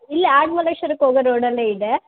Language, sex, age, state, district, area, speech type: Kannada, female, 18-30, Karnataka, Chitradurga, urban, conversation